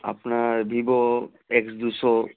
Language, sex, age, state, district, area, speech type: Bengali, male, 18-30, West Bengal, Murshidabad, urban, conversation